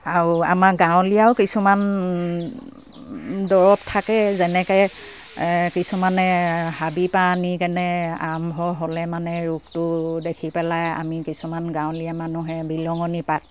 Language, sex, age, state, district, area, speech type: Assamese, female, 60+, Assam, Dibrugarh, rural, spontaneous